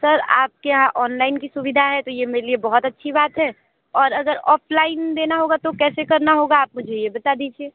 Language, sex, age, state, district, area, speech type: Hindi, female, 30-45, Uttar Pradesh, Sonbhadra, rural, conversation